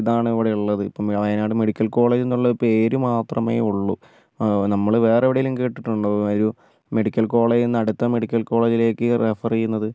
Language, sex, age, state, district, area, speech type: Malayalam, male, 30-45, Kerala, Wayanad, rural, spontaneous